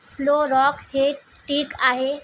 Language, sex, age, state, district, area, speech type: Marathi, female, 30-45, Maharashtra, Nagpur, urban, read